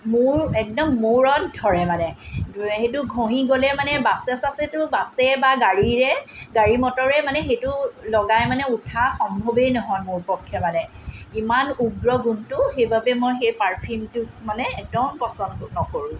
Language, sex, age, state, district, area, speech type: Assamese, female, 45-60, Assam, Tinsukia, rural, spontaneous